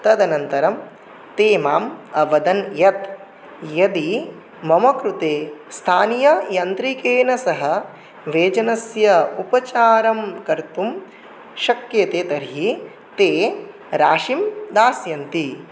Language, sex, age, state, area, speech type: Sanskrit, male, 18-30, Tripura, rural, spontaneous